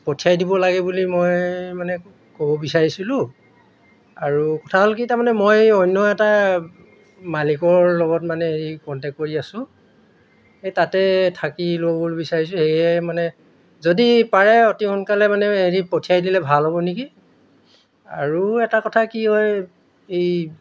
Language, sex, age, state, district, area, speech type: Assamese, male, 60+, Assam, Golaghat, urban, spontaneous